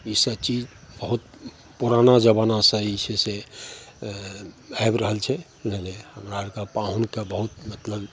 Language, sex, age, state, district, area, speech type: Maithili, male, 60+, Bihar, Madhepura, rural, spontaneous